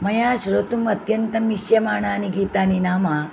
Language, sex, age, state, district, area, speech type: Sanskrit, female, 60+, Karnataka, Uttara Kannada, rural, spontaneous